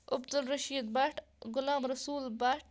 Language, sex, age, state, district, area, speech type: Kashmiri, female, 30-45, Jammu and Kashmir, Bandipora, rural, spontaneous